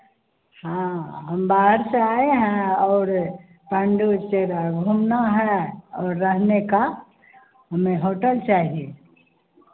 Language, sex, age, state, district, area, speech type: Hindi, female, 45-60, Bihar, Madhepura, rural, conversation